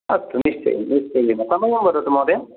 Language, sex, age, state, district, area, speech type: Sanskrit, male, 30-45, Karnataka, Uttara Kannada, rural, conversation